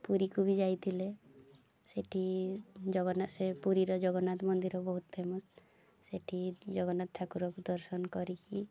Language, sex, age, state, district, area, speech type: Odia, female, 18-30, Odisha, Mayurbhanj, rural, spontaneous